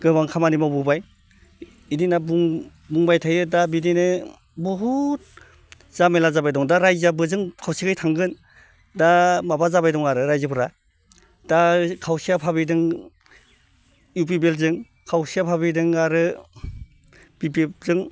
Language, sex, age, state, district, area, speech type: Bodo, male, 45-60, Assam, Baksa, urban, spontaneous